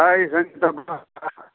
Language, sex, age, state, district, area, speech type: Telugu, male, 60+, Andhra Pradesh, Sri Balaji, urban, conversation